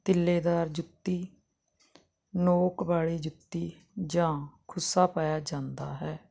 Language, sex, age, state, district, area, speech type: Punjabi, female, 45-60, Punjab, Jalandhar, rural, spontaneous